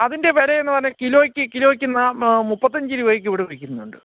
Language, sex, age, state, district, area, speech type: Malayalam, male, 30-45, Kerala, Kottayam, rural, conversation